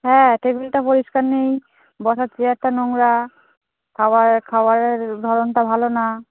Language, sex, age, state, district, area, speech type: Bengali, female, 30-45, West Bengal, Darjeeling, urban, conversation